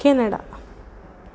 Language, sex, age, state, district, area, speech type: Sanskrit, female, 18-30, Karnataka, Udupi, rural, spontaneous